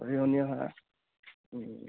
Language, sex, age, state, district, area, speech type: Assamese, male, 18-30, Assam, Charaideo, rural, conversation